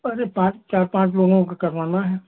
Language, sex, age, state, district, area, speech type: Hindi, male, 60+, Uttar Pradesh, Hardoi, rural, conversation